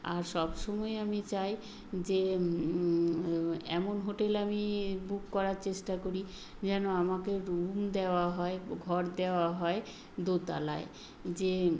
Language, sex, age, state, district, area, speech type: Bengali, female, 60+, West Bengal, Nadia, rural, spontaneous